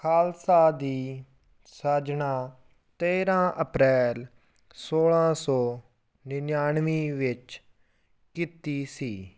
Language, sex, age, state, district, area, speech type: Punjabi, male, 18-30, Punjab, Fazilka, rural, spontaneous